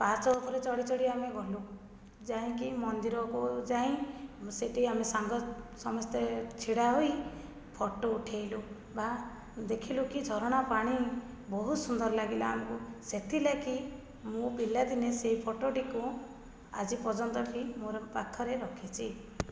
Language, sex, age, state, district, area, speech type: Odia, female, 30-45, Odisha, Jajpur, rural, spontaneous